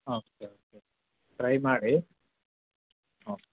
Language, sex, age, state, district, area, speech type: Kannada, male, 30-45, Karnataka, Hassan, urban, conversation